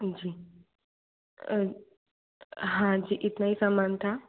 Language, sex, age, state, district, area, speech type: Hindi, other, 45-60, Madhya Pradesh, Bhopal, urban, conversation